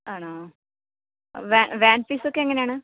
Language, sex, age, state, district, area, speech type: Malayalam, female, 18-30, Kerala, Kasaragod, rural, conversation